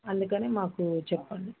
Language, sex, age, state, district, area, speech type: Telugu, female, 45-60, Andhra Pradesh, Bapatla, urban, conversation